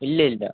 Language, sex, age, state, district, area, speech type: Malayalam, male, 18-30, Kerala, Palakkad, rural, conversation